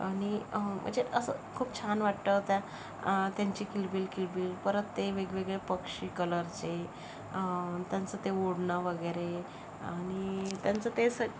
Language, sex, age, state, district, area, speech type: Marathi, female, 30-45, Maharashtra, Yavatmal, rural, spontaneous